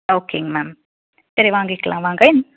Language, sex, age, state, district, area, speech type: Tamil, female, 30-45, Tamil Nadu, Tiruppur, rural, conversation